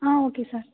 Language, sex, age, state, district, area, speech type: Tamil, female, 30-45, Tamil Nadu, Ariyalur, rural, conversation